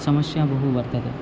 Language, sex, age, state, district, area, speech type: Sanskrit, male, 18-30, Assam, Biswanath, rural, spontaneous